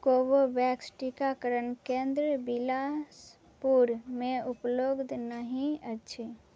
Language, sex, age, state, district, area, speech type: Maithili, female, 18-30, Bihar, Madhubani, rural, read